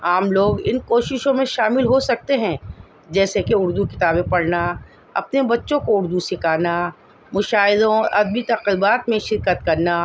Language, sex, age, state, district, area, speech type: Urdu, female, 60+, Delhi, North East Delhi, urban, spontaneous